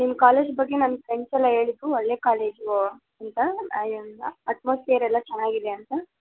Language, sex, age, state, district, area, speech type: Kannada, female, 18-30, Karnataka, Chitradurga, rural, conversation